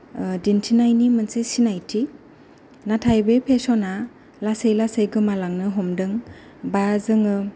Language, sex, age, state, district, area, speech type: Bodo, female, 30-45, Assam, Kokrajhar, rural, spontaneous